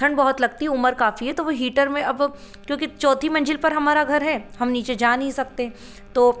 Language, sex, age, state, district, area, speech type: Hindi, female, 30-45, Madhya Pradesh, Ujjain, urban, spontaneous